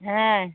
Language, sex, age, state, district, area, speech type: Bengali, female, 60+, West Bengal, Darjeeling, urban, conversation